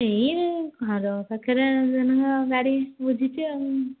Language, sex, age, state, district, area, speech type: Odia, female, 45-60, Odisha, Dhenkanal, rural, conversation